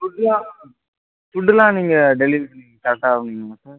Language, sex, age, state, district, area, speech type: Tamil, male, 18-30, Tamil Nadu, Tiruchirappalli, rural, conversation